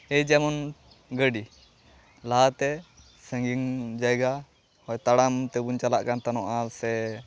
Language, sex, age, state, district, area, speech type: Santali, male, 18-30, West Bengal, Malda, rural, spontaneous